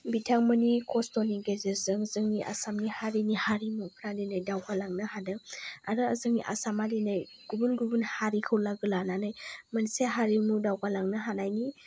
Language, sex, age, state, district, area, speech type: Bodo, female, 18-30, Assam, Chirang, urban, spontaneous